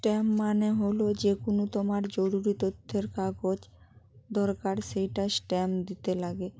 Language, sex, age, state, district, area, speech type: Bengali, female, 30-45, West Bengal, Jalpaiguri, rural, spontaneous